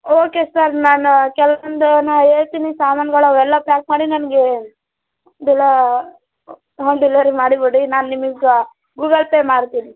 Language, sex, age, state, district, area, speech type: Kannada, female, 18-30, Karnataka, Vijayanagara, rural, conversation